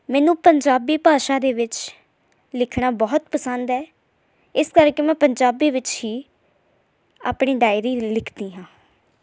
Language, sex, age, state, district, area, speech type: Punjabi, female, 18-30, Punjab, Hoshiarpur, rural, spontaneous